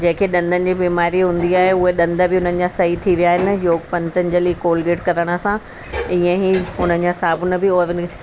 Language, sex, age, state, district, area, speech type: Sindhi, female, 45-60, Delhi, South Delhi, rural, spontaneous